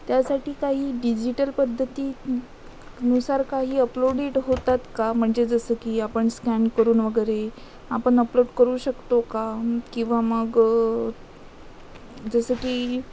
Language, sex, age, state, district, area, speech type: Marathi, female, 18-30, Maharashtra, Amravati, rural, spontaneous